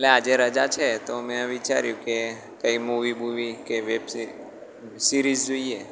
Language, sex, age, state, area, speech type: Gujarati, male, 18-30, Gujarat, rural, spontaneous